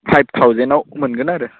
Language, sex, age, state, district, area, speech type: Bodo, male, 18-30, Assam, Udalguri, urban, conversation